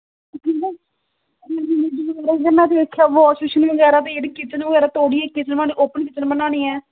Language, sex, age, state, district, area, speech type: Dogri, female, 18-30, Jammu and Kashmir, Samba, rural, conversation